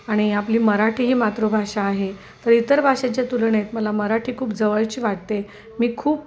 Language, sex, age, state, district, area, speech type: Marathi, female, 45-60, Maharashtra, Osmanabad, rural, spontaneous